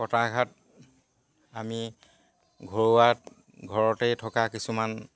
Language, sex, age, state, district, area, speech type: Assamese, male, 45-60, Assam, Dhemaji, rural, spontaneous